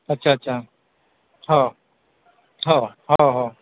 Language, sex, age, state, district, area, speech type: Marathi, male, 30-45, Maharashtra, Akola, urban, conversation